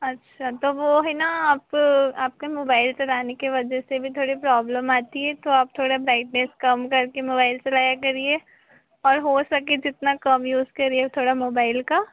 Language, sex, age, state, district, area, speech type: Hindi, female, 18-30, Madhya Pradesh, Harda, urban, conversation